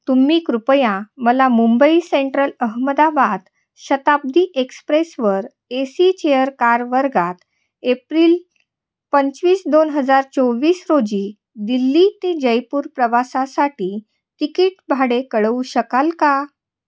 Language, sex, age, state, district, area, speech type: Marathi, female, 30-45, Maharashtra, Nashik, urban, read